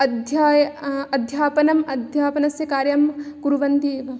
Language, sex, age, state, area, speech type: Sanskrit, female, 18-30, Rajasthan, urban, spontaneous